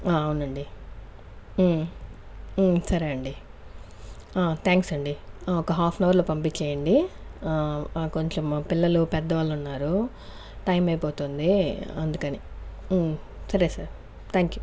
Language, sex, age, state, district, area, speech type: Telugu, female, 30-45, Andhra Pradesh, Sri Balaji, rural, spontaneous